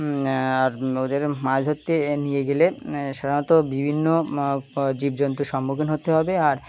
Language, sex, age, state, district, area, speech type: Bengali, male, 18-30, West Bengal, Birbhum, urban, spontaneous